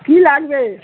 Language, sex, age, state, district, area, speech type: Bengali, female, 60+, West Bengal, Darjeeling, rural, conversation